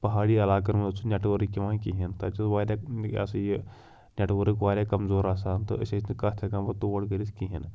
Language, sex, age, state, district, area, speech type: Kashmiri, male, 18-30, Jammu and Kashmir, Pulwama, rural, spontaneous